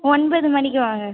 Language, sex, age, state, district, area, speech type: Tamil, female, 18-30, Tamil Nadu, Cuddalore, rural, conversation